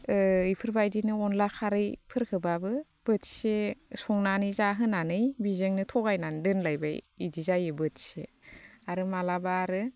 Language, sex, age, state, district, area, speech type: Bodo, female, 30-45, Assam, Baksa, rural, spontaneous